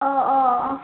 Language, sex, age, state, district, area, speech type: Bodo, female, 18-30, Assam, Baksa, rural, conversation